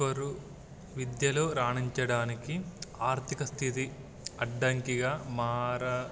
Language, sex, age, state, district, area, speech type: Telugu, male, 18-30, Telangana, Wanaparthy, urban, spontaneous